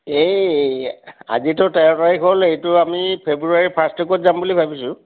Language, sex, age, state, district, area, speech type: Assamese, male, 60+, Assam, Biswanath, rural, conversation